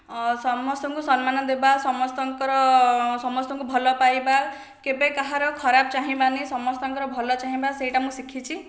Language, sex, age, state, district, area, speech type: Odia, female, 18-30, Odisha, Khordha, rural, spontaneous